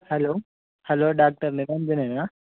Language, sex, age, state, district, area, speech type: Telugu, male, 30-45, Telangana, Mancherial, rural, conversation